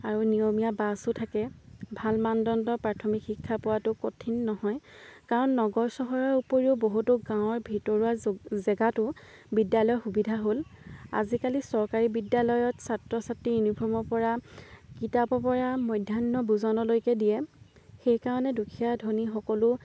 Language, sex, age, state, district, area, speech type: Assamese, female, 18-30, Assam, Lakhimpur, rural, spontaneous